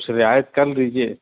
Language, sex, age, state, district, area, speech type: Urdu, female, 18-30, Bihar, Gaya, urban, conversation